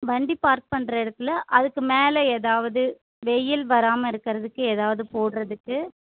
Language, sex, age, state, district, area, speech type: Tamil, female, 30-45, Tamil Nadu, Kanchipuram, urban, conversation